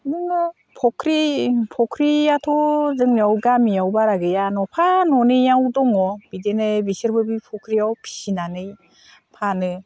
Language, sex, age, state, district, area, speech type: Bodo, female, 45-60, Assam, Udalguri, rural, spontaneous